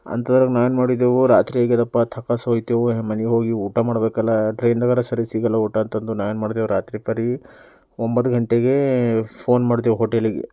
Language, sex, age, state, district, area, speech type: Kannada, male, 18-30, Karnataka, Bidar, urban, spontaneous